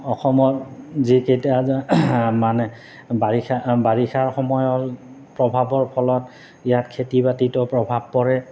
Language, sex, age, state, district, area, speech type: Assamese, male, 30-45, Assam, Goalpara, urban, spontaneous